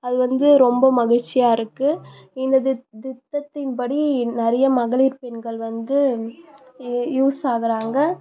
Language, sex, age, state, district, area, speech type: Tamil, female, 18-30, Tamil Nadu, Tiruvannamalai, rural, spontaneous